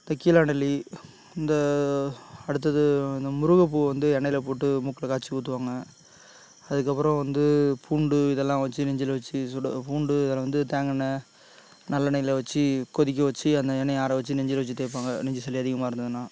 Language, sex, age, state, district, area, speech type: Tamil, male, 30-45, Tamil Nadu, Tiruchirappalli, rural, spontaneous